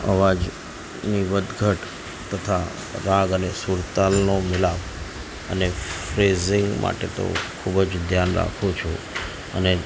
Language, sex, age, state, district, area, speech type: Gujarati, male, 45-60, Gujarat, Ahmedabad, urban, spontaneous